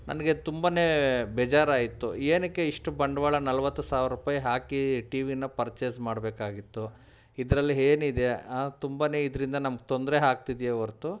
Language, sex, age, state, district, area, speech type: Kannada, male, 30-45, Karnataka, Kolar, urban, spontaneous